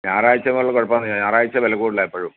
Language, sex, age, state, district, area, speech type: Malayalam, male, 60+, Kerala, Alappuzha, rural, conversation